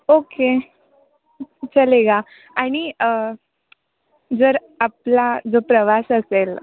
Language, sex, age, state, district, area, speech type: Marathi, female, 18-30, Maharashtra, Nashik, urban, conversation